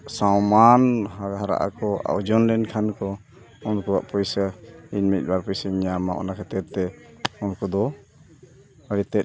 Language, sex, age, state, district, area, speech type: Santali, male, 45-60, Odisha, Mayurbhanj, rural, spontaneous